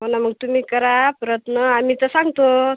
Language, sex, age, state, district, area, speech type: Marathi, female, 30-45, Maharashtra, Washim, rural, conversation